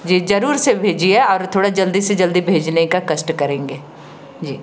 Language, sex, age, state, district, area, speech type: Hindi, female, 60+, Madhya Pradesh, Balaghat, rural, spontaneous